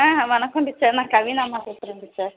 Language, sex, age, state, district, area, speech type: Tamil, female, 18-30, Tamil Nadu, Thanjavur, urban, conversation